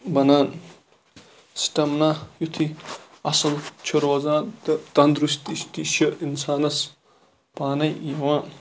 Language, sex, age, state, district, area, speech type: Kashmiri, male, 45-60, Jammu and Kashmir, Bandipora, rural, spontaneous